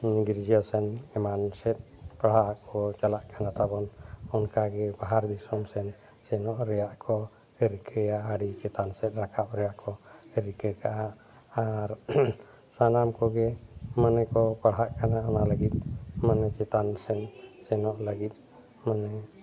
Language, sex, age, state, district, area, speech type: Santali, male, 60+, Jharkhand, Seraikela Kharsawan, rural, spontaneous